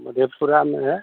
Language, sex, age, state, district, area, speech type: Hindi, male, 60+, Bihar, Madhepura, rural, conversation